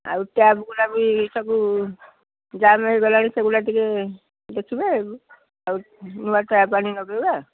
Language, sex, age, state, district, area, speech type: Odia, female, 60+, Odisha, Cuttack, urban, conversation